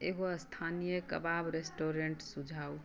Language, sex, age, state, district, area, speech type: Maithili, female, 60+, Bihar, Madhubani, rural, read